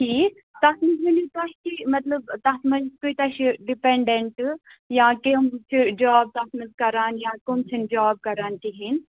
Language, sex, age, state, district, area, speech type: Kashmiri, female, 18-30, Jammu and Kashmir, Baramulla, rural, conversation